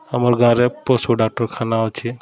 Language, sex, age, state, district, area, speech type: Odia, male, 30-45, Odisha, Bargarh, urban, spontaneous